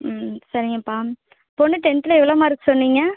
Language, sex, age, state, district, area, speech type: Tamil, female, 30-45, Tamil Nadu, Ariyalur, rural, conversation